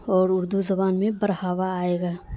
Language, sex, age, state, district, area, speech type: Urdu, female, 18-30, Bihar, Madhubani, rural, spontaneous